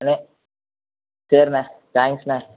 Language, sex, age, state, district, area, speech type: Tamil, male, 18-30, Tamil Nadu, Thoothukudi, rural, conversation